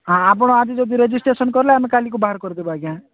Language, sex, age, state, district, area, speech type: Odia, male, 45-60, Odisha, Nabarangpur, rural, conversation